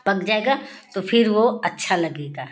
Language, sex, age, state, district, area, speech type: Hindi, female, 45-60, Uttar Pradesh, Ghazipur, rural, spontaneous